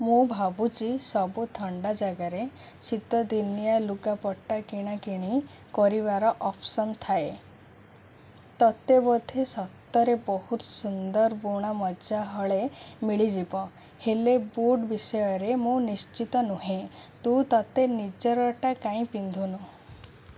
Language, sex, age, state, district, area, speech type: Odia, female, 18-30, Odisha, Sundergarh, urban, read